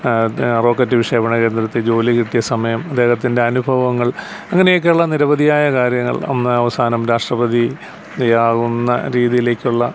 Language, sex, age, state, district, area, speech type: Malayalam, male, 45-60, Kerala, Alappuzha, rural, spontaneous